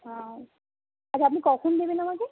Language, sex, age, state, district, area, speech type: Bengali, female, 18-30, West Bengal, Howrah, urban, conversation